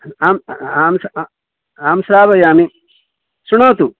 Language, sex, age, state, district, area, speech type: Sanskrit, male, 60+, Odisha, Balasore, urban, conversation